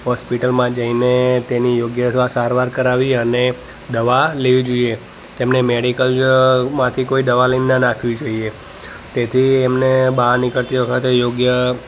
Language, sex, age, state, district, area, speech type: Gujarati, male, 30-45, Gujarat, Ahmedabad, urban, spontaneous